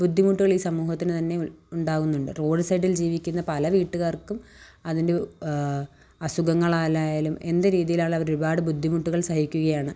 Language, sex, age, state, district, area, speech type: Malayalam, female, 18-30, Kerala, Kollam, urban, spontaneous